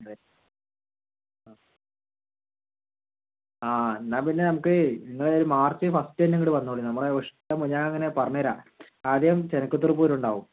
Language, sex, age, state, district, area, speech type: Malayalam, male, 18-30, Kerala, Palakkad, rural, conversation